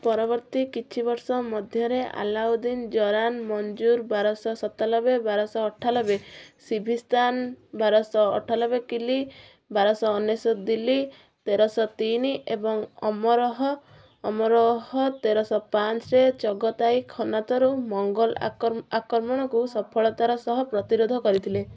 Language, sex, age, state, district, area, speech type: Odia, female, 18-30, Odisha, Kendujhar, urban, read